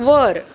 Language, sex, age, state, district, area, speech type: Marathi, female, 30-45, Maharashtra, Mumbai Suburban, urban, read